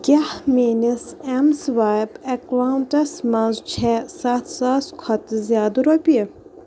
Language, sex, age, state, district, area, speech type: Kashmiri, female, 18-30, Jammu and Kashmir, Bandipora, rural, read